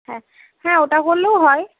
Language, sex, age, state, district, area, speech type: Bengali, female, 30-45, West Bengal, Purba Medinipur, rural, conversation